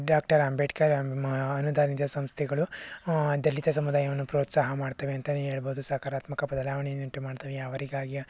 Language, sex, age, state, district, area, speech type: Kannada, male, 18-30, Karnataka, Chikkaballapur, urban, spontaneous